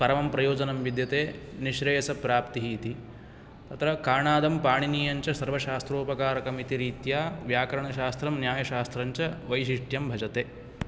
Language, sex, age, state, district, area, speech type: Sanskrit, male, 18-30, Karnataka, Uttara Kannada, rural, spontaneous